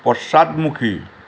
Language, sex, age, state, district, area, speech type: Assamese, male, 60+, Assam, Lakhimpur, urban, read